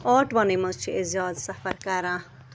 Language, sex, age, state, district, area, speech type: Kashmiri, female, 30-45, Jammu and Kashmir, Bandipora, rural, spontaneous